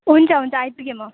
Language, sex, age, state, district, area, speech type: Nepali, female, 18-30, West Bengal, Darjeeling, rural, conversation